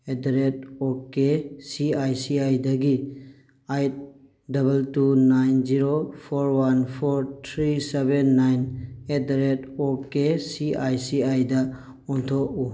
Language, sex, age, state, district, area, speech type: Manipuri, male, 18-30, Manipur, Thoubal, rural, read